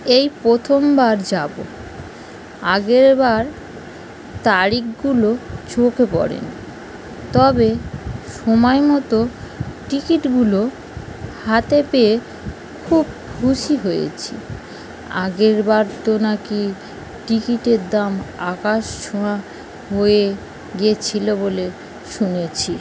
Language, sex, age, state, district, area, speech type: Bengali, female, 45-60, West Bengal, North 24 Parganas, urban, read